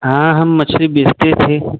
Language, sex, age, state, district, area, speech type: Hindi, male, 18-30, Uttar Pradesh, Jaunpur, rural, conversation